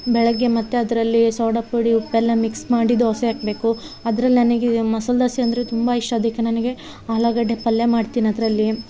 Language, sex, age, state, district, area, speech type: Kannada, female, 30-45, Karnataka, Vijayanagara, rural, spontaneous